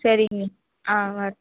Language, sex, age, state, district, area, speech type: Tamil, female, 18-30, Tamil Nadu, Vellore, urban, conversation